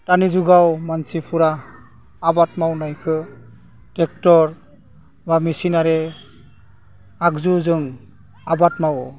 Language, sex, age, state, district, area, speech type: Bodo, male, 45-60, Assam, Udalguri, rural, spontaneous